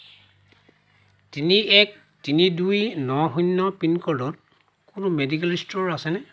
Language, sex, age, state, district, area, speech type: Assamese, male, 45-60, Assam, Lakhimpur, rural, read